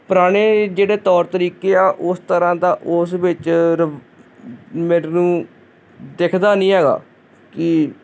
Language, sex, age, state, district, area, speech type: Punjabi, male, 30-45, Punjab, Hoshiarpur, rural, spontaneous